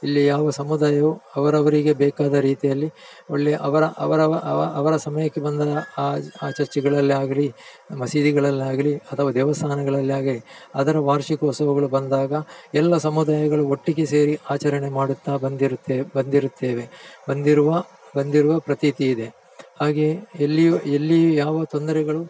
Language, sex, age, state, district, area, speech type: Kannada, male, 45-60, Karnataka, Dakshina Kannada, rural, spontaneous